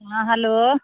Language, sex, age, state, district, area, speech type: Maithili, female, 30-45, Bihar, Sitamarhi, urban, conversation